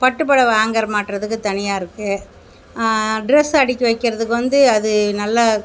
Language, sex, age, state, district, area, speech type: Tamil, female, 60+, Tamil Nadu, Mayiladuthurai, rural, spontaneous